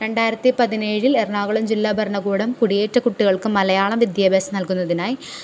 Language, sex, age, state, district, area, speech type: Malayalam, female, 18-30, Kerala, Ernakulam, rural, spontaneous